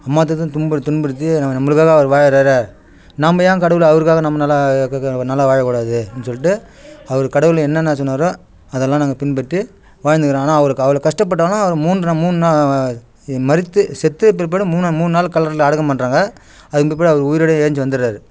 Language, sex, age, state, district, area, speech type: Tamil, male, 45-60, Tamil Nadu, Kallakurichi, rural, spontaneous